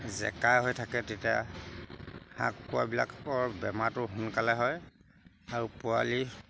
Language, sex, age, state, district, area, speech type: Assamese, male, 60+, Assam, Sivasagar, rural, spontaneous